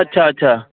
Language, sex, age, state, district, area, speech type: Sindhi, male, 45-60, Gujarat, Kutch, urban, conversation